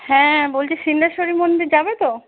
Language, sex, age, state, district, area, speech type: Bengali, female, 45-60, West Bengal, Hooghly, rural, conversation